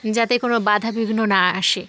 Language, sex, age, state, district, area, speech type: Bengali, female, 18-30, West Bengal, South 24 Parganas, rural, spontaneous